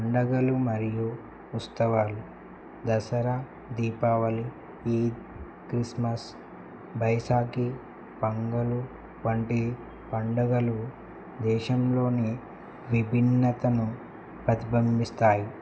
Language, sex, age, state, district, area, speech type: Telugu, male, 18-30, Telangana, Medak, rural, spontaneous